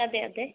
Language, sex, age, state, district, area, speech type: Malayalam, female, 18-30, Kerala, Kannur, rural, conversation